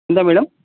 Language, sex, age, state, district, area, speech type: Telugu, male, 45-60, Telangana, Ranga Reddy, rural, conversation